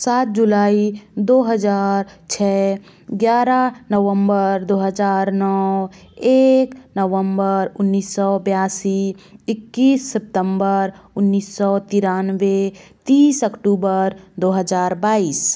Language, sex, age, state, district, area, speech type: Hindi, female, 18-30, Madhya Pradesh, Bhopal, urban, spontaneous